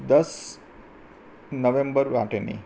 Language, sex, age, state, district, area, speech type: Gujarati, male, 45-60, Gujarat, Anand, urban, spontaneous